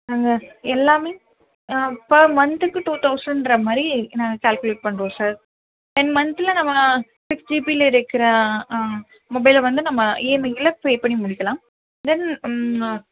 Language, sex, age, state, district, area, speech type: Tamil, female, 18-30, Tamil Nadu, Madurai, urban, conversation